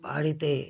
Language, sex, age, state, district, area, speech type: Bengali, female, 60+, West Bengal, South 24 Parganas, rural, spontaneous